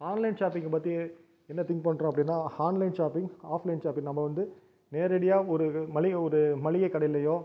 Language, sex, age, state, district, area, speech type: Tamil, male, 30-45, Tamil Nadu, Viluppuram, urban, spontaneous